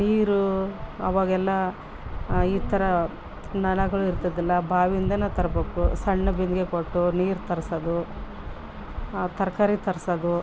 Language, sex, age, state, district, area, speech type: Kannada, female, 45-60, Karnataka, Vijayanagara, rural, spontaneous